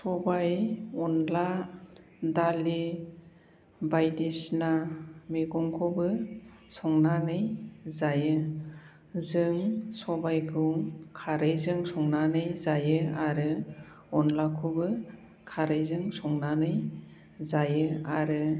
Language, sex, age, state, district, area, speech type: Bodo, female, 45-60, Assam, Baksa, rural, spontaneous